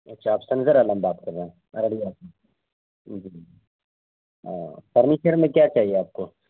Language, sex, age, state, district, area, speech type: Urdu, male, 18-30, Bihar, Araria, rural, conversation